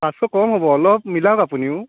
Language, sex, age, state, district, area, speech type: Assamese, male, 30-45, Assam, Biswanath, rural, conversation